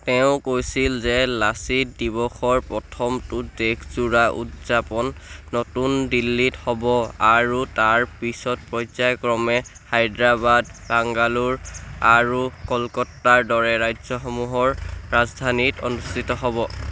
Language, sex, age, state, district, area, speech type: Assamese, male, 18-30, Assam, Sivasagar, rural, read